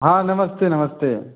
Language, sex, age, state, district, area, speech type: Hindi, male, 30-45, Uttar Pradesh, Ghazipur, rural, conversation